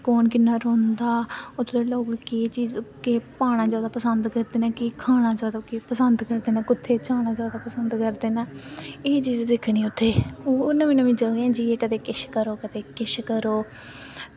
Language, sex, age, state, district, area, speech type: Dogri, female, 18-30, Jammu and Kashmir, Samba, rural, spontaneous